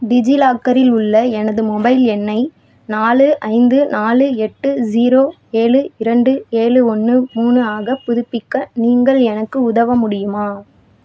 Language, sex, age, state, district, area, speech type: Tamil, female, 18-30, Tamil Nadu, Madurai, rural, read